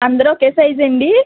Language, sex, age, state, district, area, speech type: Telugu, female, 18-30, Andhra Pradesh, West Godavari, rural, conversation